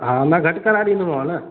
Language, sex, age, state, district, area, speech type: Sindhi, male, 30-45, Madhya Pradesh, Katni, rural, conversation